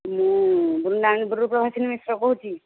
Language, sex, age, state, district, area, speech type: Odia, female, 60+, Odisha, Nayagarh, rural, conversation